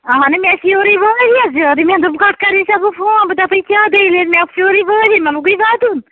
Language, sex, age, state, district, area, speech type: Kashmiri, female, 30-45, Jammu and Kashmir, Ganderbal, rural, conversation